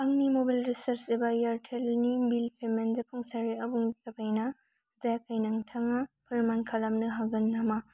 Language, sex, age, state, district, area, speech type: Bodo, female, 18-30, Assam, Kokrajhar, rural, read